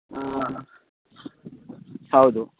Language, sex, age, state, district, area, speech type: Kannada, male, 18-30, Karnataka, Shimoga, rural, conversation